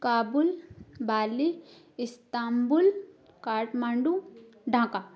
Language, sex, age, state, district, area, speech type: Hindi, female, 18-30, Madhya Pradesh, Ujjain, urban, spontaneous